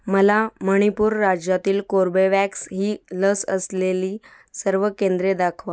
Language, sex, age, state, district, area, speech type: Marathi, female, 18-30, Maharashtra, Mumbai Suburban, rural, read